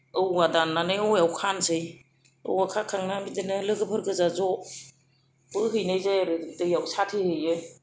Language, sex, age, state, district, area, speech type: Bodo, female, 30-45, Assam, Kokrajhar, rural, spontaneous